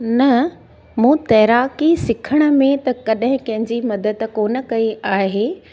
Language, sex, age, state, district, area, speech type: Sindhi, female, 45-60, Gujarat, Surat, urban, spontaneous